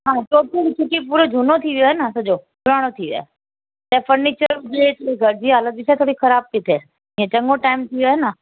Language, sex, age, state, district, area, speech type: Sindhi, female, 30-45, Rajasthan, Ajmer, urban, conversation